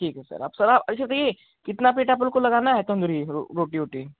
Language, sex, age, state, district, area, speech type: Hindi, male, 18-30, Uttar Pradesh, Chandauli, rural, conversation